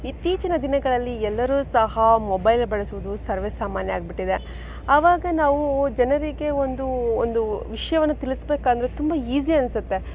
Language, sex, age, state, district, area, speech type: Kannada, female, 18-30, Karnataka, Chikkaballapur, rural, spontaneous